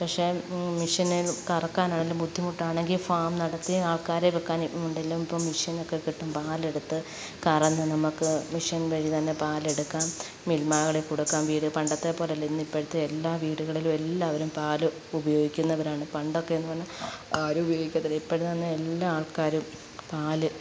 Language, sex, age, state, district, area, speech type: Malayalam, female, 45-60, Kerala, Alappuzha, rural, spontaneous